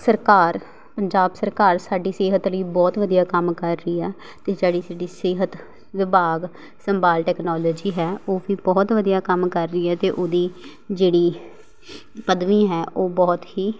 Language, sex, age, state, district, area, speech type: Punjabi, female, 18-30, Punjab, Patiala, urban, spontaneous